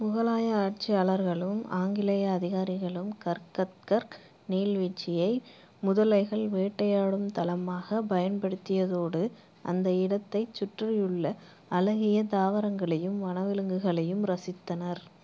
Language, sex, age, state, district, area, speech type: Tamil, female, 30-45, Tamil Nadu, Pudukkottai, urban, read